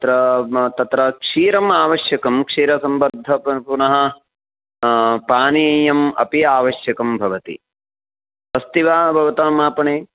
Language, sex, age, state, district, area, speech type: Sanskrit, male, 45-60, Karnataka, Uttara Kannada, urban, conversation